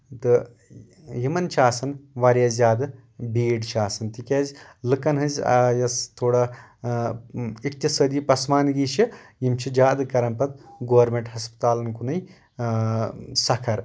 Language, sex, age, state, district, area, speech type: Kashmiri, male, 45-60, Jammu and Kashmir, Anantnag, rural, spontaneous